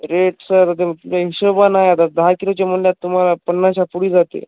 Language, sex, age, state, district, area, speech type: Marathi, male, 30-45, Maharashtra, Nanded, rural, conversation